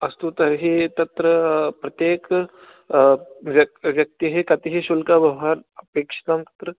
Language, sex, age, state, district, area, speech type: Sanskrit, male, 18-30, Rajasthan, Jaipur, urban, conversation